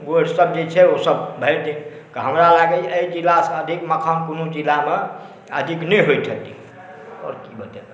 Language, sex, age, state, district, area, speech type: Maithili, male, 45-60, Bihar, Supaul, urban, spontaneous